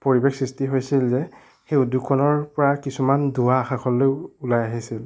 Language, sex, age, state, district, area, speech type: Assamese, male, 60+, Assam, Nagaon, rural, spontaneous